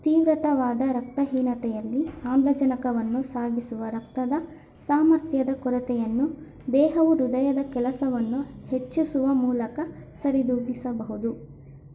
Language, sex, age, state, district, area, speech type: Kannada, female, 18-30, Karnataka, Chitradurga, rural, read